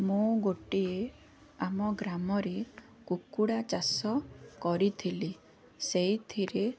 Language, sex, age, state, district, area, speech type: Odia, female, 30-45, Odisha, Puri, urban, spontaneous